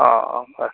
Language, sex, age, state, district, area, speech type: Manipuri, male, 45-60, Manipur, Imphal East, rural, conversation